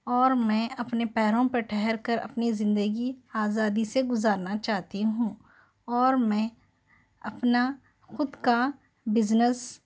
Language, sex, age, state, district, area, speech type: Urdu, female, 30-45, Telangana, Hyderabad, urban, spontaneous